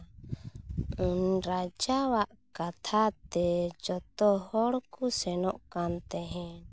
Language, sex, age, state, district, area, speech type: Santali, female, 30-45, West Bengal, Purulia, rural, spontaneous